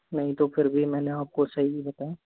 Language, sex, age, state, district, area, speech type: Hindi, male, 45-60, Rajasthan, Karauli, rural, conversation